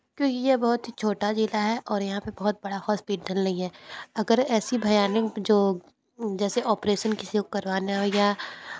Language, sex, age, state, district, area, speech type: Hindi, female, 18-30, Uttar Pradesh, Sonbhadra, rural, spontaneous